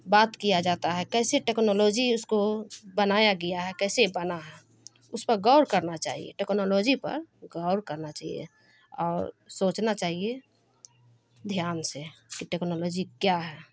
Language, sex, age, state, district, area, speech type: Urdu, female, 30-45, Bihar, Khagaria, rural, spontaneous